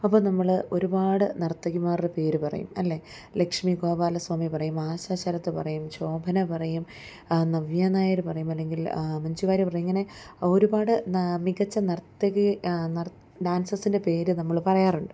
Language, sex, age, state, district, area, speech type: Malayalam, female, 30-45, Kerala, Alappuzha, rural, spontaneous